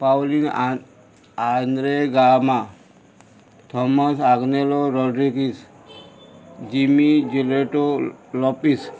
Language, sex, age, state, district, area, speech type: Goan Konkani, male, 45-60, Goa, Murmgao, rural, spontaneous